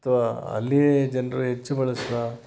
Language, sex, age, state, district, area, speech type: Kannada, male, 60+, Karnataka, Chitradurga, rural, spontaneous